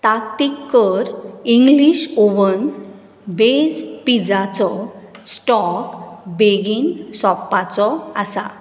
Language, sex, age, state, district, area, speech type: Goan Konkani, female, 30-45, Goa, Bardez, urban, read